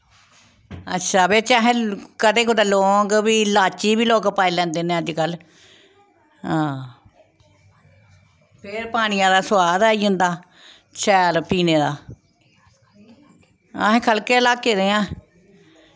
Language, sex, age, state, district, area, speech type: Dogri, female, 45-60, Jammu and Kashmir, Samba, urban, spontaneous